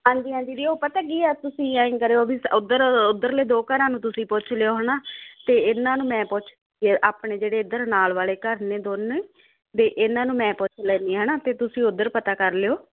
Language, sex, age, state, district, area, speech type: Punjabi, female, 45-60, Punjab, Muktsar, urban, conversation